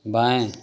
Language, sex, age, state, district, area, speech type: Hindi, male, 30-45, Uttar Pradesh, Chandauli, urban, read